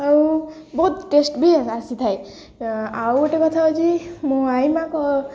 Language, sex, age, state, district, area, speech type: Odia, female, 18-30, Odisha, Jagatsinghpur, rural, spontaneous